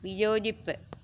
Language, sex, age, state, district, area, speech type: Malayalam, female, 60+, Kerala, Alappuzha, rural, read